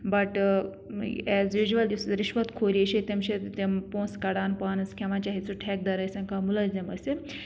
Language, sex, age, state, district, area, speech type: Kashmiri, female, 18-30, Jammu and Kashmir, Bandipora, rural, spontaneous